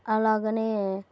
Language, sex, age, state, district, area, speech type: Telugu, female, 18-30, Andhra Pradesh, Nandyal, urban, spontaneous